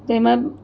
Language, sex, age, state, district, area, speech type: Gujarati, female, 60+, Gujarat, Surat, urban, spontaneous